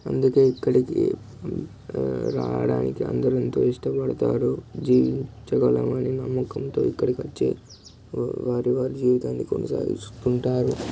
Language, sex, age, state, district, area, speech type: Telugu, male, 18-30, Telangana, Nirmal, urban, spontaneous